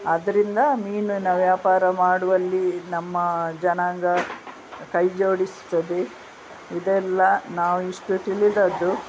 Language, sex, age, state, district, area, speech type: Kannada, female, 60+, Karnataka, Udupi, rural, spontaneous